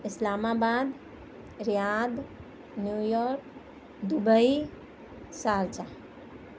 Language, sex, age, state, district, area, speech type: Urdu, female, 30-45, Delhi, South Delhi, urban, spontaneous